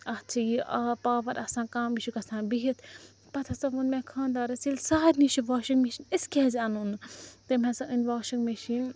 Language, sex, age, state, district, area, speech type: Kashmiri, female, 45-60, Jammu and Kashmir, Srinagar, urban, spontaneous